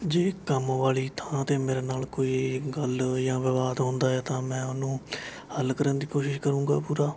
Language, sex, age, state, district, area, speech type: Punjabi, male, 18-30, Punjab, Shaheed Bhagat Singh Nagar, rural, spontaneous